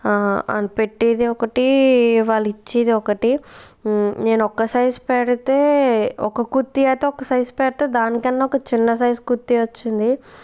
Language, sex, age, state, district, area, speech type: Telugu, female, 45-60, Andhra Pradesh, Kakinada, rural, spontaneous